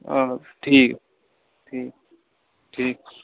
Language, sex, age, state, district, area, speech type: Punjabi, male, 18-30, Punjab, Fatehgarh Sahib, rural, conversation